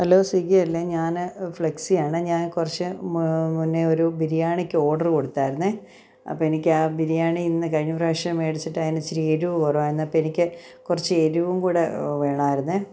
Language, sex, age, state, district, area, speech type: Malayalam, female, 45-60, Kerala, Kottayam, rural, spontaneous